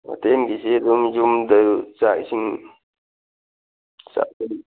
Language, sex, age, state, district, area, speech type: Manipuri, male, 30-45, Manipur, Thoubal, rural, conversation